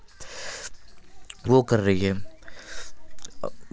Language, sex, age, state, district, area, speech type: Hindi, male, 18-30, Uttar Pradesh, Varanasi, rural, spontaneous